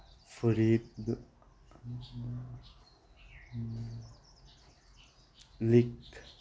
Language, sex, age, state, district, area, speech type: Manipuri, male, 18-30, Manipur, Tengnoupal, urban, spontaneous